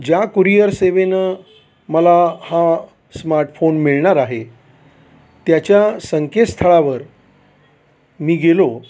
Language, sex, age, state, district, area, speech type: Marathi, male, 45-60, Maharashtra, Satara, rural, spontaneous